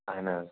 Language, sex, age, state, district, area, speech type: Kashmiri, male, 45-60, Jammu and Kashmir, Budgam, urban, conversation